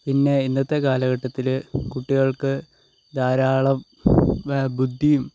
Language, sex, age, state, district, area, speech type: Malayalam, male, 18-30, Kerala, Kottayam, rural, spontaneous